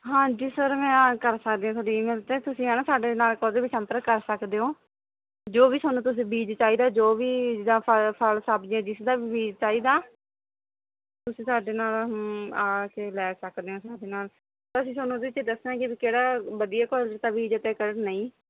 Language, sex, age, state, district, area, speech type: Punjabi, female, 18-30, Punjab, Barnala, rural, conversation